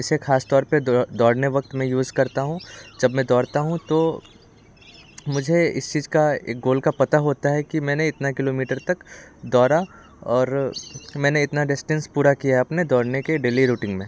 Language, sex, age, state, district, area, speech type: Hindi, male, 18-30, Bihar, Muzaffarpur, urban, spontaneous